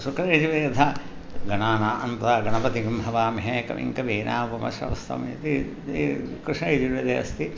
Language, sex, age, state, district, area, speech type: Sanskrit, male, 60+, Tamil Nadu, Thanjavur, urban, spontaneous